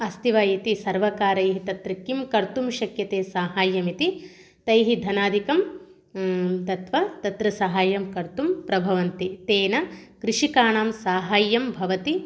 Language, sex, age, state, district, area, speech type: Sanskrit, female, 30-45, Telangana, Mahbubnagar, urban, spontaneous